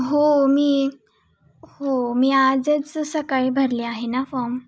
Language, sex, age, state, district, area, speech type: Marathi, female, 18-30, Maharashtra, Sangli, urban, spontaneous